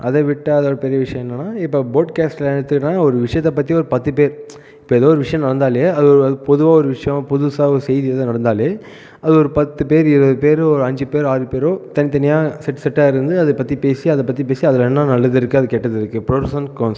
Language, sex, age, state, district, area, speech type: Tamil, male, 18-30, Tamil Nadu, Viluppuram, urban, spontaneous